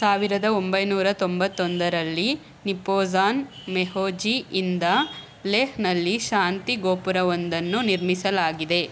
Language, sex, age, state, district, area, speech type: Kannada, female, 18-30, Karnataka, Chamarajanagar, rural, read